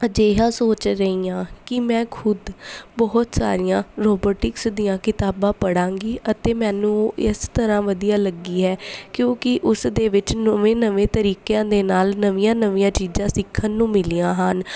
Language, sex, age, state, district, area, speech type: Punjabi, female, 18-30, Punjab, Bathinda, urban, spontaneous